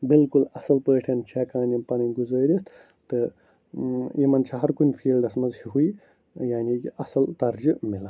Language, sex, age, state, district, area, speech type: Kashmiri, male, 30-45, Jammu and Kashmir, Bandipora, rural, spontaneous